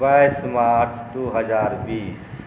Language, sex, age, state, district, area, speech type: Maithili, male, 45-60, Bihar, Saharsa, urban, spontaneous